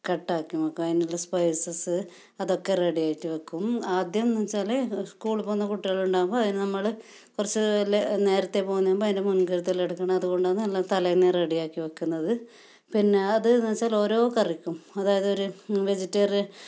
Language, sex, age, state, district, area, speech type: Malayalam, female, 45-60, Kerala, Kasaragod, rural, spontaneous